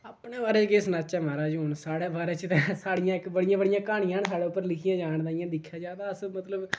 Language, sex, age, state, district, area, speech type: Dogri, male, 18-30, Jammu and Kashmir, Udhampur, rural, spontaneous